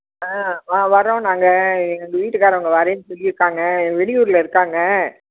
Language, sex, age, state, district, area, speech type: Tamil, female, 60+, Tamil Nadu, Thanjavur, urban, conversation